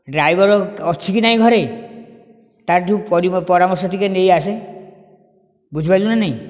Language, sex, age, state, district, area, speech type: Odia, male, 60+, Odisha, Nayagarh, rural, spontaneous